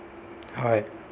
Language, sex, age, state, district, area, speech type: Assamese, male, 30-45, Assam, Biswanath, rural, spontaneous